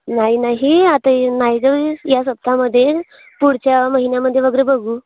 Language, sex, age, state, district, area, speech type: Marathi, female, 18-30, Maharashtra, Bhandara, rural, conversation